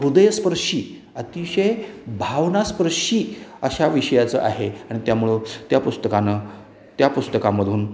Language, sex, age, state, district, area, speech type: Marathi, male, 60+, Maharashtra, Satara, urban, spontaneous